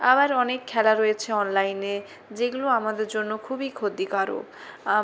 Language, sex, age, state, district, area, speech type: Bengali, female, 60+, West Bengal, Purulia, urban, spontaneous